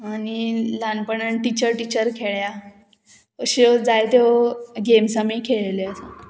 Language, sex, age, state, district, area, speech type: Goan Konkani, female, 18-30, Goa, Murmgao, urban, spontaneous